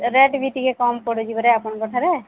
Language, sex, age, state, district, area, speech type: Odia, male, 18-30, Odisha, Sambalpur, rural, conversation